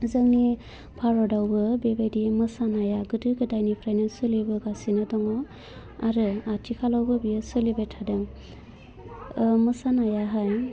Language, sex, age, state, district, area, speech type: Bodo, female, 30-45, Assam, Udalguri, rural, spontaneous